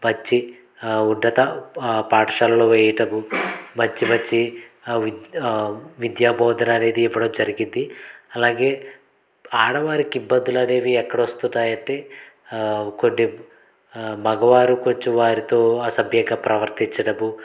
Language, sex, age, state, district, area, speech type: Telugu, male, 30-45, Andhra Pradesh, Konaseema, rural, spontaneous